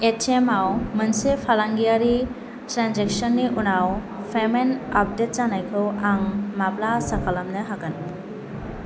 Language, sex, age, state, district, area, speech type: Bodo, female, 18-30, Assam, Kokrajhar, urban, read